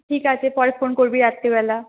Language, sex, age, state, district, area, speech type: Bengali, female, 30-45, West Bengal, Purulia, urban, conversation